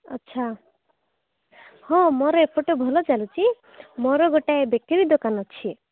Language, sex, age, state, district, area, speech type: Odia, female, 45-60, Odisha, Nabarangpur, rural, conversation